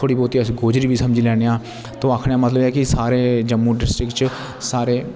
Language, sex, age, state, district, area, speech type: Dogri, male, 30-45, Jammu and Kashmir, Jammu, rural, spontaneous